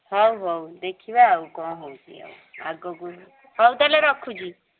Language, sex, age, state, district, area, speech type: Odia, female, 45-60, Odisha, Angul, rural, conversation